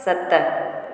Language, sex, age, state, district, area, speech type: Sindhi, female, 45-60, Gujarat, Junagadh, rural, read